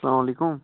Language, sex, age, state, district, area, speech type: Kashmiri, male, 18-30, Jammu and Kashmir, Kupwara, rural, conversation